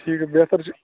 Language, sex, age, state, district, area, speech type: Kashmiri, male, 30-45, Jammu and Kashmir, Bandipora, rural, conversation